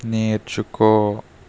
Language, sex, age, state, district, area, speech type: Telugu, male, 45-60, Andhra Pradesh, East Godavari, urban, read